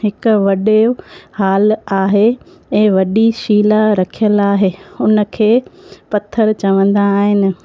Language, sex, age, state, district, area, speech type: Sindhi, female, 30-45, Gujarat, Junagadh, urban, spontaneous